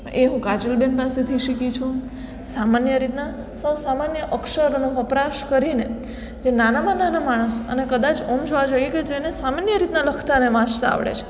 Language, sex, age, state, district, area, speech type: Gujarati, female, 18-30, Gujarat, Surat, urban, spontaneous